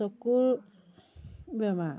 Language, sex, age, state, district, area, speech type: Assamese, female, 45-60, Assam, Dhemaji, rural, spontaneous